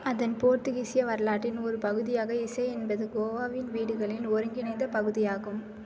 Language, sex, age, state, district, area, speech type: Tamil, female, 18-30, Tamil Nadu, Mayiladuthurai, urban, read